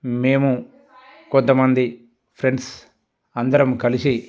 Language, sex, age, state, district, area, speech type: Telugu, male, 45-60, Telangana, Peddapalli, rural, spontaneous